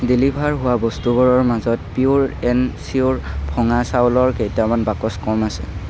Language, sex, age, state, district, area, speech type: Assamese, male, 18-30, Assam, Kamrup Metropolitan, urban, read